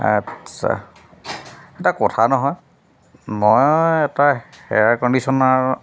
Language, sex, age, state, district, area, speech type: Assamese, male, 30-45, Assam, Jorhat, urban, spontaneous